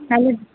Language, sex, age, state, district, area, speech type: Tamil, female, 18-30, Tamil Nadu, Mayiladuthurai, rural, conversation